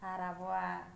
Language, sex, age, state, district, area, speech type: Santali, female, 45-60, Jharkhand, Bokaro, rural, spontaneous